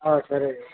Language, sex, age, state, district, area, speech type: Kannada, male, 30-45, Karnataka, Kolar, rural, conversation